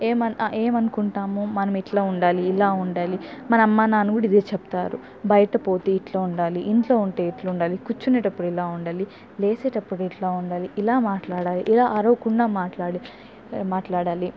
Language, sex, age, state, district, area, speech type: Telugu, female, 18-30, Andhra Pradesh, Chittoor, rural, spontaneous